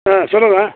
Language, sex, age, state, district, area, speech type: Tamil, male, 60+, Tamil Nadu, Madurai, rural, conversation